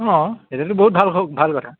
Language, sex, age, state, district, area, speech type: Assamese, male, 18-30, Assam, Majuli, urban, conversation